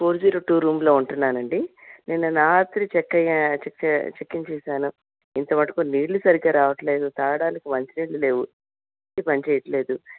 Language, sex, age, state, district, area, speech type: Telugu, female, 45-60, Andhra Pradesh, Krishna, rural, conversation